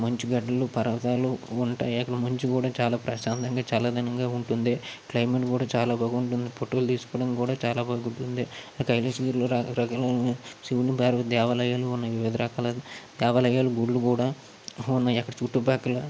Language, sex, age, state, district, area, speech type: Telugu, male, 30-45, Andhra Pradesh, Srikakulam, urban, spontaneous